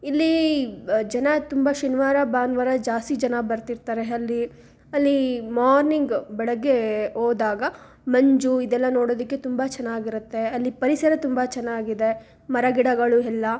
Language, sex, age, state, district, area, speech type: Kannada, female, 18-30, Karnataka, Chikkaballapur, urban, spontaneous